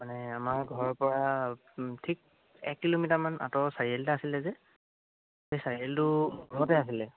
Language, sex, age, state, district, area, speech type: Assamese, male, 18-30, Assam, Charaideo, rural, conversation